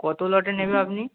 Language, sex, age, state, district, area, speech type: Bengali, male, 18-30, West Bengal, North 24 Parganas, urban, conversation